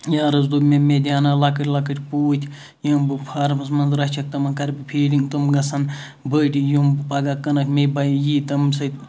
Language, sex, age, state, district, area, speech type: Kashmiri, male, 18-30, Jammu and Kashmir, Ganderbal, rural, spontaneous